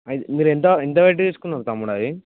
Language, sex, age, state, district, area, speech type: Telugu, male, 18-30, Telangana, Mancherial, rural, conversation